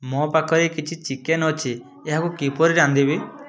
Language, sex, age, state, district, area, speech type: Odia, male, 30-45, Odisha, Mayurbhanj, rural, read